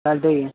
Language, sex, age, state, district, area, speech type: Marathi, male, 18-30, Maharashtra, Sangli, rural, conversation